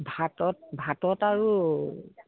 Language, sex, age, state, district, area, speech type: Assamese, female, 60+, Assam, Dibrugarh, rural, conversation